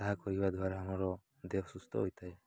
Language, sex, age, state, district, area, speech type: Odia, male, 18-30, Odisha, Nabarangpur, urban, spontaneous